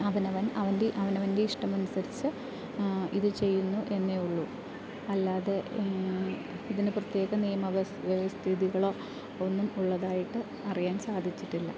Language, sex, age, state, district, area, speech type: Malayalam, female, 30-45, Kerala, Idukki, rural, spontaneous